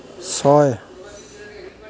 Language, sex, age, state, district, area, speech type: Assamese, male, 30-45, Assam, Charaideo, urban, read